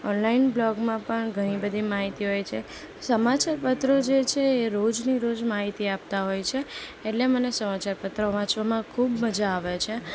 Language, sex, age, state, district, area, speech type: Gujarati, female, 18-30, Gujarat, Anand, rural, spontaneous